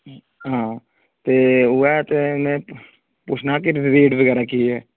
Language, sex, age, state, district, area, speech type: Dogri, male, 18-30, Jammu and Kashmir, Udhampur, urban, conversation